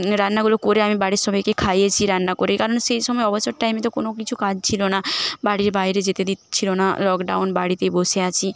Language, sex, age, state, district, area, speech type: Bengali, female, 18-30, West Bengal, Paschim Medinipur, rural, spontaneous